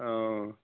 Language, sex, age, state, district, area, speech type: Kashmiri, male, 18-30, Jammu and Kashmir, Bandipora, rural, conversation